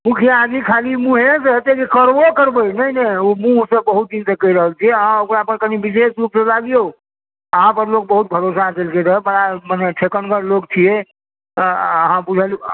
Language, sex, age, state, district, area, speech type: Maithili, male, 45-60, Bihar, Supaul, rural, conversation